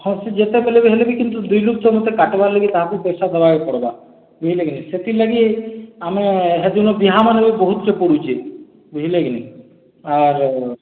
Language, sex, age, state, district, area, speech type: Odia, male, 45-60, Odisha, Boudh, rural, conversation